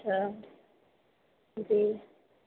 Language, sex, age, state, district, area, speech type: Hindi, female, 30-45, Uttar Pradesh, Sitapur, rural, conversation